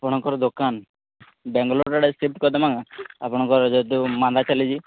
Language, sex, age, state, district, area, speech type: Odia, male, 30-45, Odisha, Sambalpur, rural, conversation